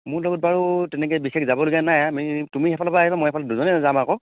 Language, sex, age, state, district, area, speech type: Assamese, male, 45-60, Assam, Tinsukia, rural, conversation